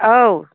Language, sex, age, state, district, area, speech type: Bodo, female, 45-60, Assam, Udalguri, rural, conversation